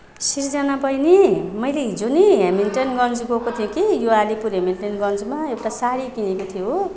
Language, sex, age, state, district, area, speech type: Nepali, female, 30-45, West Bengal, Alipurduar, urban, spontaneous